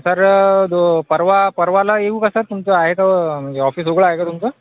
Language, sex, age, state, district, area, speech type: Marathi, male, 30-45, Maharashtra, Akola, urban, conversation